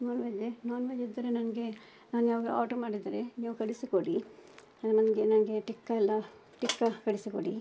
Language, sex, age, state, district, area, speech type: Kannada, female, 60+, Karnataka, Udupi, rural, spontaneous